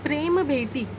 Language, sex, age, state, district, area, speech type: Marathi, female, 18-30, Maharashtra, Mumbai Suburban, urban, read